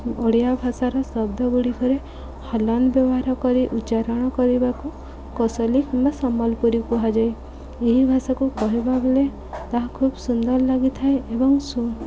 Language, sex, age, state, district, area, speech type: Odia, female, 30-45, Odisha, Subarnapur, urban, spontaneous